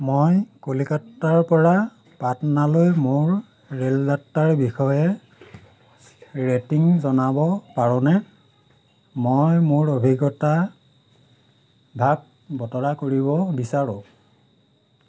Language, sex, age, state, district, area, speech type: Assamese, male, 45-60, Assam, Majuli, urban, read